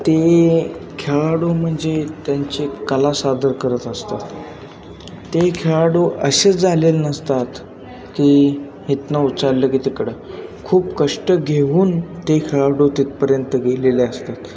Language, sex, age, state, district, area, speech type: Marathi, male, 18-30, Maharashtra, Satara, rural, spontaneous